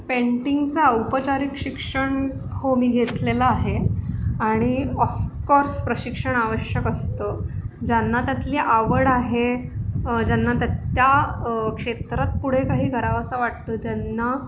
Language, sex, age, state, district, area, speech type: Marathi, female, 30-45, Maharashtra, Pune, urban, spontaneous